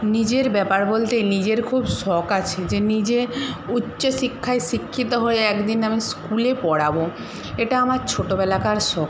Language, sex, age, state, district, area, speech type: Bengali, female, 60+, West Bengal, Jhargram, rural, spontaneous